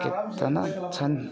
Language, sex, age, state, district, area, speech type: Bodo, male, 45-60, Assam, Udalguri, rural, spontaneous